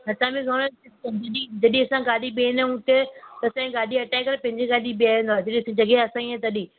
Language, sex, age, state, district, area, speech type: Sindhi, female, 18-30, Gujarat, Surat, urban, conversation